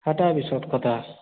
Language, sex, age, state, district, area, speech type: Odia, male, 18-30, Odisha, Boudh, rural, conversation